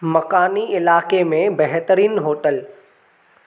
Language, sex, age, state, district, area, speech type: Sindhi, male, 18-30, Maharashtra, Thane, urban, read